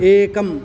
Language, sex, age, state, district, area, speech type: Sanskrit, male, 45-60, Karnataka, Udupi, urban, read